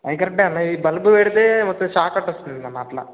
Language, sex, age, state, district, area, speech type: Telugu, male, 18-30, Telangana, Hanamkonda, rural, conversation